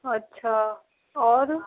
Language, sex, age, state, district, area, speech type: Hindi, female, 18-30, Rajasthan, Karauli, rural, conversation